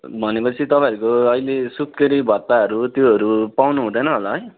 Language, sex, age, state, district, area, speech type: Nepali, male, 18-30, West Bengal, Darjeeling, rural, conversation